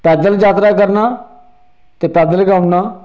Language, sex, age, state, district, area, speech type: Dogri, male, 45-60, Jammu and Kashmir, Reasi, rural, spontaneous